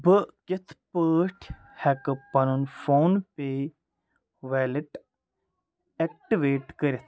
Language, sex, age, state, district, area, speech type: Kashmiri, male, 18-30, Jammu and Kashmir, Ganderbal, rural, read